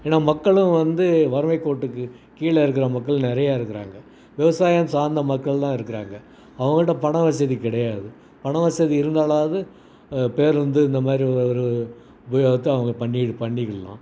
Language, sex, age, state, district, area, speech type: Tamil, male, 60+, Tamil Nadu, Salem, rural, spontaneous